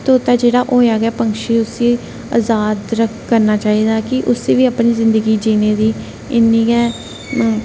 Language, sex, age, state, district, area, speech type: Dogri, female, 18-30, Jammu and Kashmir, Reasi, rural, spontaneous